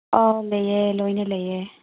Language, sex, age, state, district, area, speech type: Manipuri, female, 30-45, Manipur, Tengnoupal, rural, conversation